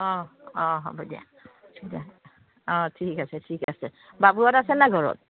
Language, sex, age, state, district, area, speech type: Assamese, female, 60+, Assam, Udalguri, rural, conversation